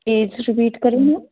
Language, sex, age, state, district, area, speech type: Punjabi, female, 18-30, Punjab, Firozpur, rural, conversation